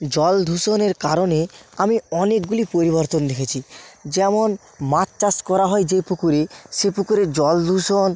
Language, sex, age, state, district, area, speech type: Bengali, male, 30-45, West Bengal, North 24 Parganas, rural, spontaneous